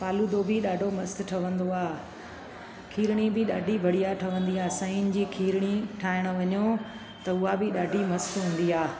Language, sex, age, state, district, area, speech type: Sindhi, female, 45-60, Gujarat, Surat, urban, spontaneous